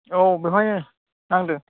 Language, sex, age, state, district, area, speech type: Bodo, male, 18-30, Assam, Kokrajhar, rural, conversation